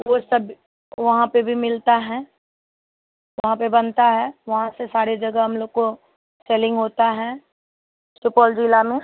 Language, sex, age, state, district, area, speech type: Hindi, female, 30-45, Bihar, Madhepura, rural, conversation